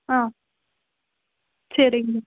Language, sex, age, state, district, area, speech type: Tamil, female, 30-45, Tamil Nadu, Madurai, urban, conversation